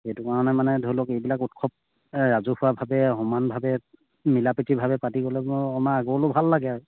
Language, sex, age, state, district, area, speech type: Assamese, male, 30-45, Assam, Sivasagar, rural, conversation